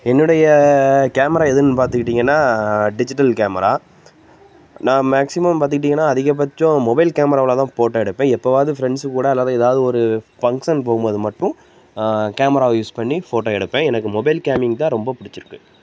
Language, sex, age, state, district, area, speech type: Tamil, male, 18-30, Tamil Nadu, Tenkasi, rural, spontaneous